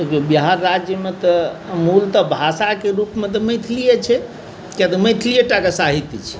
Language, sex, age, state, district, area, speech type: Maithili, male, 45-60, Bihar, Saharsa, urban, spontaneous